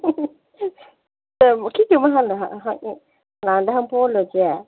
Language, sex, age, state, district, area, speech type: Manipuri, female, 30-45, Manipur, Kangpokpi, urban, conversation